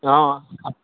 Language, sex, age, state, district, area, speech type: Assamese, male, 60+, Assam, Dhemaji, rural, conversation